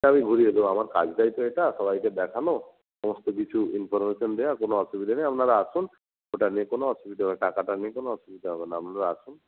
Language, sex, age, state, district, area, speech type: Bengali, male, 60+, West Bengal, Nadia, rural, conversation